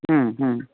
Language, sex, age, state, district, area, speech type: Hindi, female, 60+, Bihar, Muzaffarpur, rural, conversation